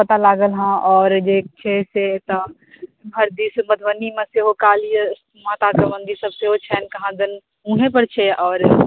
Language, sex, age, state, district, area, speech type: Maithili, female, 18-30, Bihar, Madhubani, rural, conversation